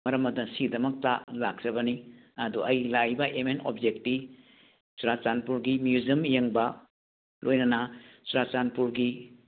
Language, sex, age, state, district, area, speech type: Manipuri, male, 60+, Manipur, Churachandpur, urban, conversation